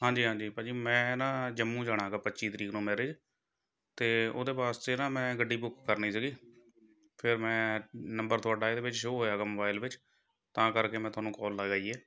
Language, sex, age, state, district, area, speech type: Punjabi, male, 30-45, Punjab, Shaheed Bhagat Singh Nagar, rural, spontaneous